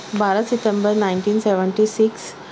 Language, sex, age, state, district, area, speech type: Urdu, female, 60+, Maharashtra, Nashik, urban, spontaneous